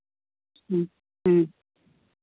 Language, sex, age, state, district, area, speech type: Hindi, female, 60+, Uttar Pradesh, Lucknow, rural, conversation